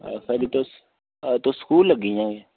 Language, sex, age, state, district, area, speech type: Dogri, male, 18-30, Jammu and Kashmir, Udhampur, rural, conversation